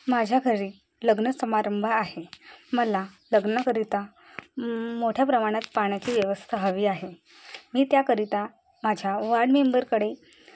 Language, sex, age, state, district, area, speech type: Marathi, female, 18-30, Maharashtra, Bhandara, rural, spontaneous